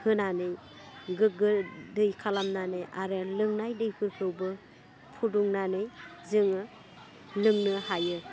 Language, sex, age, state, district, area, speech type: Bodo, female, 30-45, Assam, Udalguri, urban, spontaneous